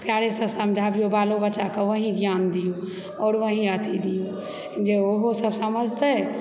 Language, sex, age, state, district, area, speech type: Maithili, female, 30-45, Bihar, Supaul, urban, spontaneous